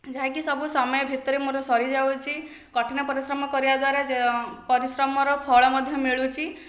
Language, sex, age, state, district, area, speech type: Odia, female, 18-30, Odisha, Khordha, rural, spontaneous